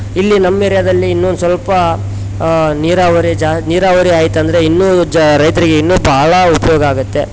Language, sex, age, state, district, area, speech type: Kannada, male, 30-45, Karnataka, Koppal, rural, spontaneous